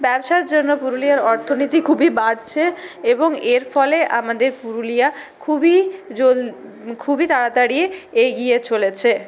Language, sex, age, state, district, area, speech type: Bengali, female, 60+, West Bengal, Purulia, urban, spontaneous